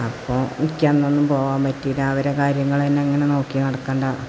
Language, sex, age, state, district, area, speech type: Malayalam, female, 60+, Kerala, Malappuram, rural, spontaneous